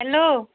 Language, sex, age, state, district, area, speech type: Assamese, female, 45-60, Assam, Nalbari, rural, conversation